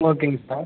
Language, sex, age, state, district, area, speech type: Tamil, male, 18-30, Tamil Nadu, Sivaganga, rural, conversation